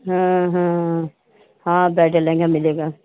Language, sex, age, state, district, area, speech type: Hindi, female, 60+, Uttar Pradesh, Hardoi, rural, conversation